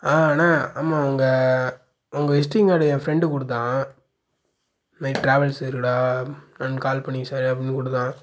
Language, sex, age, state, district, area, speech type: Tamil, male, 18-30, Tamil Nadu, Nagapattinam, rural, spontaneous